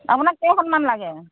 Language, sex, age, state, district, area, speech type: Assamese, female, 60+, Assam, Morigaon, rural, conversation